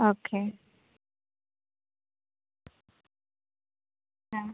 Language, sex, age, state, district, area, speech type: Malayalam, female, 18-30, Kerala, Ernakulam, urban, conversation